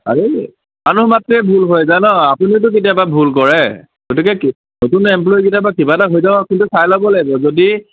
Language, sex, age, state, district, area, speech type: Assamese, male, 30-45, Assam, Nagaon, rural, conversation